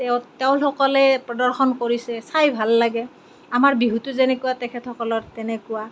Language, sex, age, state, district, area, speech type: Assamese, female, 30-45, Assam, Kamrup Metropolitan, urban, spontaneous